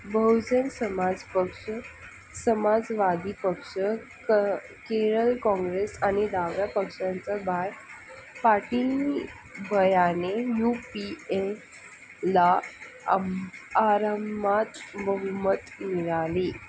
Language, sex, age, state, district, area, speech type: Marathi, female, 18-30, Maharashtra, Thane, urban, read